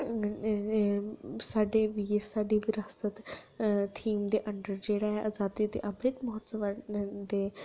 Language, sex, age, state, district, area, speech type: Dogri, female, 18-30, Jammu and Kashmir, Udhampur, rural, spontaneous